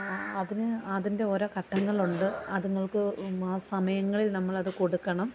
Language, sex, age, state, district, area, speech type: Malayalam, female, 30-45, Kerala, Alappuzha, rural, spontaneous